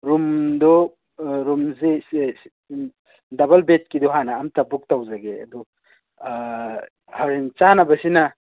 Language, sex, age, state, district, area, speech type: Manipuri, male, 30-45, Manipur, Imphal East, rural, conversation